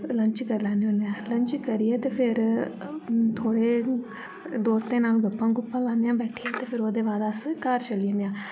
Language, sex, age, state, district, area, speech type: Dogri, female, 18-30, Jammu and Kashmir, Jammu, urban, spontaneous